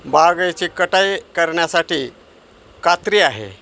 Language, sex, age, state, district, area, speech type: Marathi, male, 60+, Maharashtra, Osmanabad, rural, spontaneous